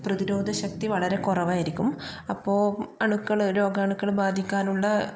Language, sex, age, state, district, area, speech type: Malayalam, female, 30-45, Kerala, Kannur, urban, spontaneous